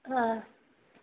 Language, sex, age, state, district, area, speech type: Assamese, female, 30-45, Assam, Nalbari, rural, conversation